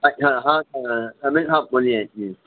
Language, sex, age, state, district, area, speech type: Urdu, male, 45-60, Telangana, Hyderabad, urban, conversation